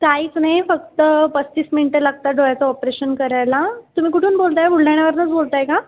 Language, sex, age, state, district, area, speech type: Marathi, female, 45-60, Maharashtra, Buldhana, rural, conversation